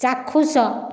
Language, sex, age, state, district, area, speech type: Odia, female, 45-60, Odisha, Khordha, rural, read